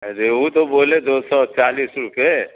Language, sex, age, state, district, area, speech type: Urdu, male, 60+, Bihar, Supaul, rural, conversation